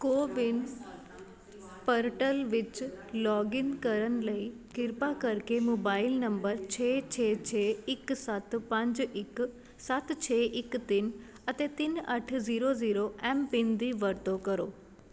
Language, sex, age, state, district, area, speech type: Punjabi, female, 18-30, Punjab, Ludhiana, urban, read